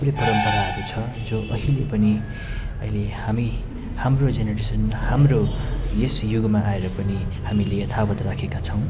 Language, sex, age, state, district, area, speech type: Nepali, male, 30-45, West Bengal, Darjeeling, rural, spontaneous